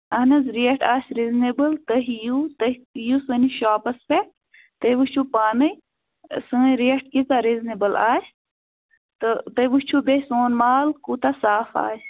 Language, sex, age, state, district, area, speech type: Kashmiri, female, 18-30, Jammu and Kashmir, Bandipora, rural, conversation